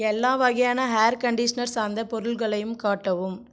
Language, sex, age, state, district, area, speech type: Tamil, female, 18-30, Tamil Nadu, Cuddalore, urban, read